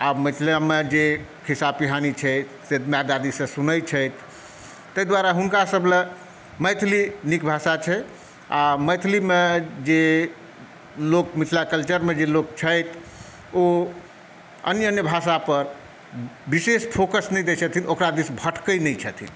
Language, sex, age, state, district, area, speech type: Maithili, male, 60+, Bihar, Saharsa, urban, spontaneous